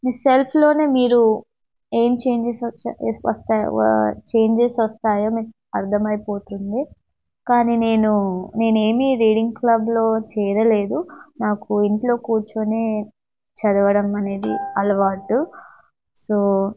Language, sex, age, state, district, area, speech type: Telugu, female, 18-30, Telangana, Warangal, rural, spontaneous